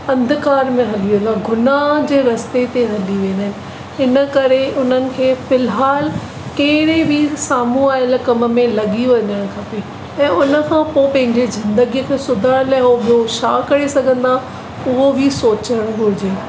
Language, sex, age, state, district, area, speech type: Sindhi, female, 45-60, Maharashtra, Mumbai Suburban, urban, spontaneous